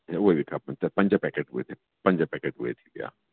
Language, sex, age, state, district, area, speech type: Sindhi, male, 45-60, Delhi, South Delhi, urban, conversation